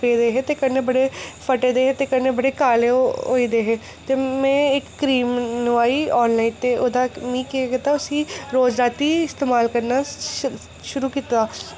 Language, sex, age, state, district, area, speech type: Dogri, female, 18-30, Jammu and Kashmir, Reasi, urban, spontaneous